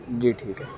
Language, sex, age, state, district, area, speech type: Urdu, male, 18-30, Maharashtra, Nashik, urban, spontaneous